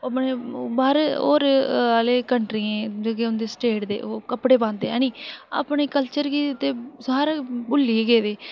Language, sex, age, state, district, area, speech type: Dogri, female, 18-30, Jammu and Kashmir, Udhampur, rural, spontaneous